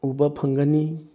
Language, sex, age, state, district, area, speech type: Manipuri, male, 18-30, Manipur, Bishnupur, rural, spontaneous